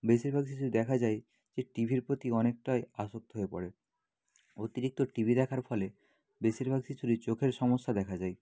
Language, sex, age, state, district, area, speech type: Bengali, male, 30-45, West Bengal, Nadia, rural, spontaneous